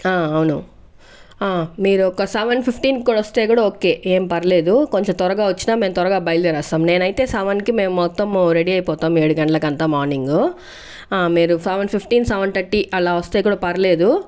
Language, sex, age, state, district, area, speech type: Telugu, female, 60+, Andhra Pradesh, Chittoor, rural, spontaneous